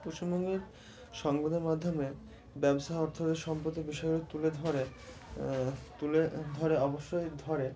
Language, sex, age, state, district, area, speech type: Bengali, male, 18-30, West Bengal, Murshidabad, urban, spontaneous